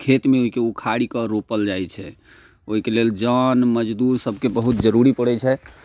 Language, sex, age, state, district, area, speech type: Maithili, male, 30-45, Bihar, Muzaffarpur, rural, spontaneous